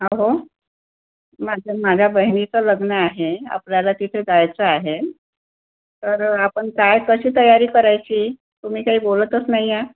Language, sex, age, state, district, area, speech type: Marathi, female, 60+, Maharashtra, Nagpur, urban, conversation